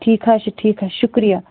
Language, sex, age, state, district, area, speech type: Kashmiri, female, 30-45, Jammu and Kashmir, Bandipora, rural, conversation